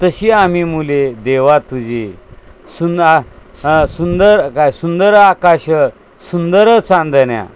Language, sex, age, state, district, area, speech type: Marathi, male, 60+, Maharashtra, Osmanabad, rural, spontaneous